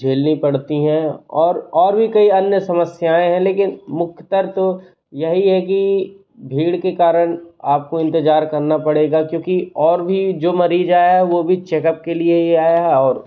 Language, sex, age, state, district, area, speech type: Hindi, male, 18-30, Madhya Pradesh, Jabalpur, urban, spontaneous